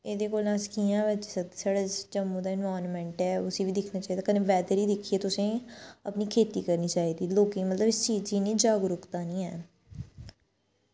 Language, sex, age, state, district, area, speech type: Dogri, female, 30-45, Jammu and Kashmir, Reasi, urban, spontaneous